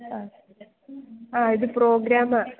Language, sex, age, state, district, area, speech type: Malayalam, female, 18-30, Kerala, Idukki, rural, conversation